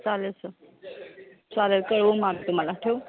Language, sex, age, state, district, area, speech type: Marathi, female, 30-45, Maharashtra, Kolhapur, urban, conversation